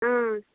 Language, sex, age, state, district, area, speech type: Telugu, female, 30-45, Andhra Pradesh, Kadapa, rural, conversation